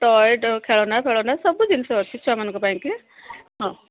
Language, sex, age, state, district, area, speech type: Odia, female, 60+, Odisha, Gajapati, rural, conversation